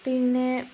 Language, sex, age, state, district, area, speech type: Malayalam, female, 30-45, Kerala, Kozhikode, rural, spontaneous